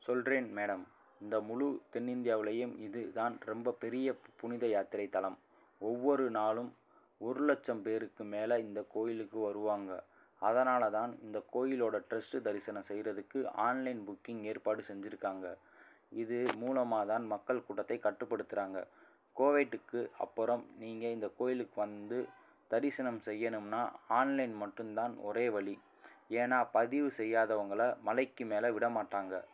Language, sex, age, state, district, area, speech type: Tamil, male, 30-45, Tamil Nadu, Madurai, urban, read